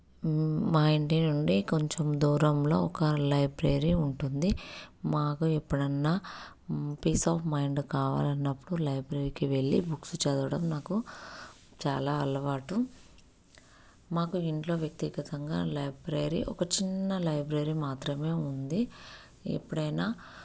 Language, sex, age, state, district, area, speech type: Telugu, female, 30-45, Telangana, Peddapalli, rural, spontaneous